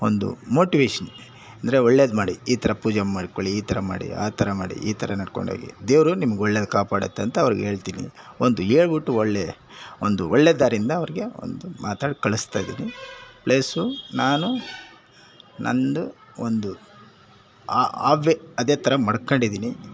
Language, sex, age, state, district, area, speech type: Kannada, male, 60+, Karnataka, Bangalore Rural, rural, spontaneous